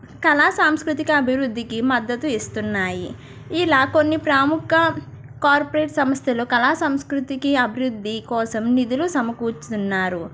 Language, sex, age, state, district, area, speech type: Telugu, female, 18-30, Andhra Pradesh, East Godavari, rural, spontaneous